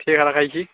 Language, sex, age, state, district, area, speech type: Maithili, male, 18-30, Bihar, Muzaffarpur, rural, conversation